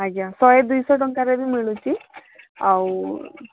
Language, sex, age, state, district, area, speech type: Odia, female, 45-60, Odisha, Sundergarh, rural, conversation